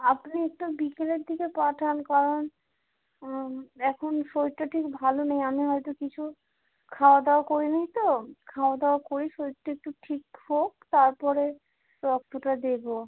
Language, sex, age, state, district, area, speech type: Bengali, female, 30-45, West Bengal, North 24 Parganas, urban, conversation